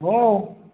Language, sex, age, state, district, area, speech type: Marathi, male, 18-30, Maharashtra, Buldhana, urban, conversation